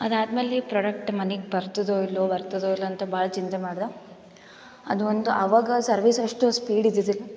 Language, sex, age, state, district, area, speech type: Kannada, female, 18-30, Karnataka, Gulbarga, urban, spontaneous